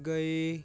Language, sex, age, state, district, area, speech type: Punjabi, male, 18-30, Punjab, Muktsar, urban, read